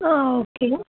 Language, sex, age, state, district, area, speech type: Malayalam, female, 18-30, Kerala, Kottayam, rural, conversation